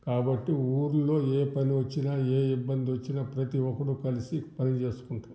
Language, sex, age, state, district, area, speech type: Telugu, male, 60+, Andhra Pradesh, Sri Balaji, urban, spontaneous